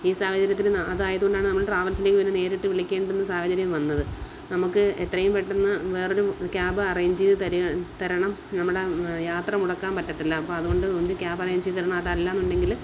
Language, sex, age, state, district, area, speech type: Malayalam, female, 30-45, Kerala, Kollam, urban, spontaneous